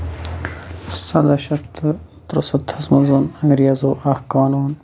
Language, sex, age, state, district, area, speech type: Kashmiri, male, 30-45, Jammu and Kashmir, Shopian, urban, spontaneous